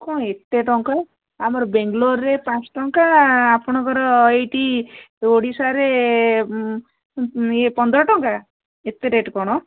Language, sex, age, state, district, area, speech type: Odia, female, 60+, Odisha, Gajapati, rural, conversation